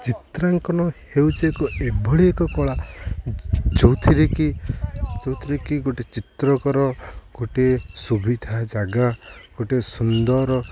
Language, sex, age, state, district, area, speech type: Odia, male, 18-30, Odisha, Jagatsinghpur, urban, spontaneous